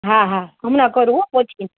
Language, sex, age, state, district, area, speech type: Gujarati, female, 30-45, Gujarat, Rajkot, urban, conversation